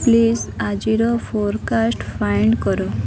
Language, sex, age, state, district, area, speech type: Odia, female, 18-30, Odisha, Malkangiri, urban, read